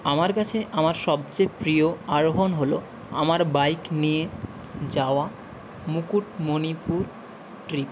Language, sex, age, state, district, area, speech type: Bengali, male, 18-30, West Bengal, Nadia, rural, spontaneous